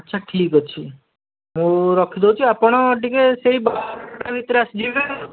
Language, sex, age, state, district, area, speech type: Odia, male, 60+, Odisha, Khordha, rural, conversation